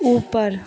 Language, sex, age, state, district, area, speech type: Hindi, female, 18-30, Bihar, Begusarai, rural, read